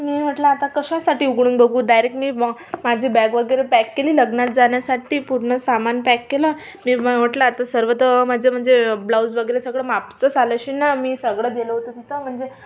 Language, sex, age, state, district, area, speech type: Marathi, female, 18-30, Maharashtra, Amravati, urban, spontaneous